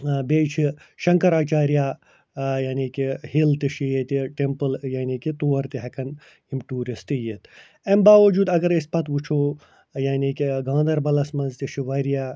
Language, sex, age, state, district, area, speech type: Kashmiri, male, 45-60, Jammu and Kashmir, Srinagar, urban, spontaneous